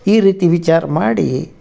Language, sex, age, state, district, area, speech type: Kannada, male, 60+, Karnataka, Dharwad, rural, spontaneous